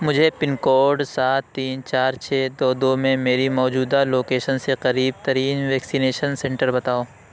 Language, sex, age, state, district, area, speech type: Urdu, male, 18-30, Uttar Pradesh, Lucknow, urban, read